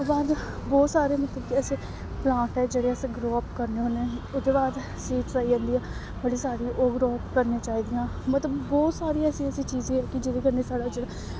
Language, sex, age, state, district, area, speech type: Dogri, female, 18-30, Jammu and Kashmir, Samba, rural, spontaneous